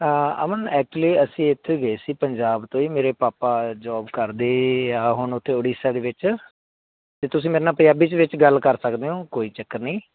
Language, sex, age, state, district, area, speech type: Punjabi, male, 18-30, Punjab, Muktsar, rural, conversation